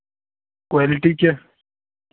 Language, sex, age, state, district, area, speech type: Hindi, male, 45-60, Uttar Pradesh, Lucknow, rural, conversation